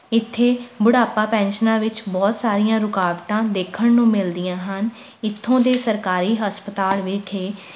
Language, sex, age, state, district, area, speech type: Punjabi, female, 18-30, Punjab, Rupnagar, urban, spontaneous